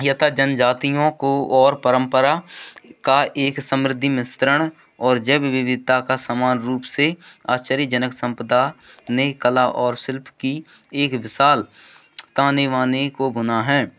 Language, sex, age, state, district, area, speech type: Hindi, male, 18-30, Madhya Pradesh, Seoni, urban, spontaneous